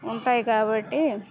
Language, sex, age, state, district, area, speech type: Telugu, female, 30-45, Andhra Pradesh, Bapatla, rural, spontaneous